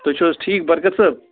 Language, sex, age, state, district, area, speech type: Kashmiri, male, 18-30, Jammu and Kashmir, Budgam, rural, conversation